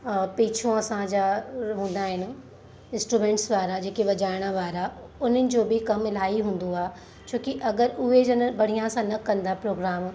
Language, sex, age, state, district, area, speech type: Sindhi, female, 30-45, Uttar Pradesh, Lucknow, urban, spontaneous